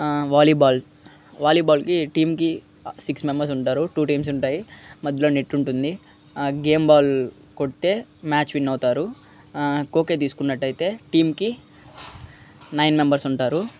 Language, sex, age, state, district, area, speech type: Telugu, male, 18-30, Andhra Pradesh, Eluru, urban, spontaneous